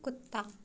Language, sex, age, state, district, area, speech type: Hindi, female, 18-30, Madhya Pradesh, Chhindwara, urban, read